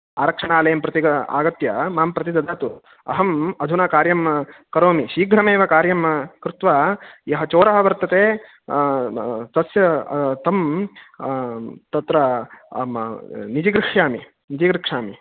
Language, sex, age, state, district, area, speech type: Sanskrit, male, 18-30, Karnataka, Uttara Kannada, rural, conversation